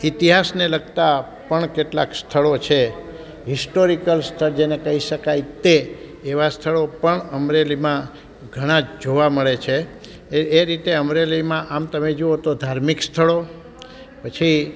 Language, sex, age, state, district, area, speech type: Gujarati, male, 60+, Gujarat, Amreli, rural, spontaneous